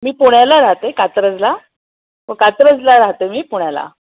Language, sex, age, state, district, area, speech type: Marathi, female, 45-60, Maharashtra, Pune, urban, conversation